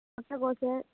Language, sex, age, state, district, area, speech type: Tamil, female, 18-30, Tamil Nadu, Namakkal, rural, conversation